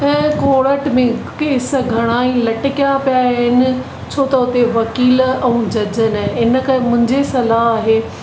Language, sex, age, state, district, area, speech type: Sindhi, female, 45-60, Maharashtra, Mumbai Suburban, urban, spontaneous